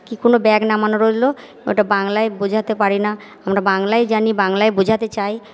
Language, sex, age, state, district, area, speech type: Bengali, female, 60+, West Bengal, Purba Bardhaman, urban, spontaneous